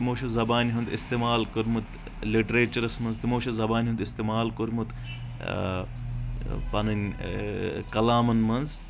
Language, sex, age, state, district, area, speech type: Kashmiri, male, 18-30, Jammu and Kashmir, Budgam, urban, spontaneous